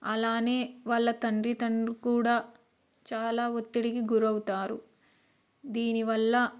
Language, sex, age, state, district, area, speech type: Telugu, female, 18-30, Andhra Pradesh, Krishna, urban, spontaneous